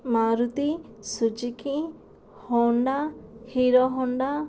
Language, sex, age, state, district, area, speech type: Telugu, female, 18-30, Andhra Pradesh, Kurnool, urban, spontaneous